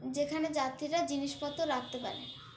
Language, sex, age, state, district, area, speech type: Bengali, female, 18-30, West Bengal, Dakshin Dinajpur, urban, spontaneous